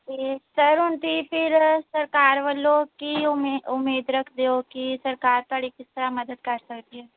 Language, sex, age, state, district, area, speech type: Punjabi, female, 30-45, Punjab, Gurdaspur, rural, conversation